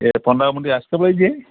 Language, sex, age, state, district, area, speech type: Odia, male, 60+, Odisha, Gajapati, rural, conversation